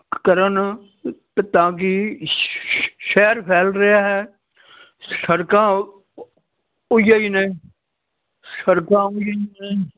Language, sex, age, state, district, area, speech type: Punjabi, male, 60+, Punjab, Fazilka, rural, conversation